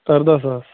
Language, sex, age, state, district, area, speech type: Kashmiri, male, 30-45, Jammu and Kashmir, Bandipora, rural, conversation